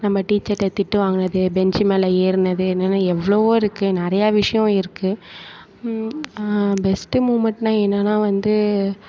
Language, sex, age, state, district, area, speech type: Tamil, female, 18-30, Tamil Nadu, Mayiladuthurai, rural, spontaneous